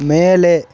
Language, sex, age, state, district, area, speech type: Tamil, male, 45-60, Tamil Nadu, Ariyalur, rural, read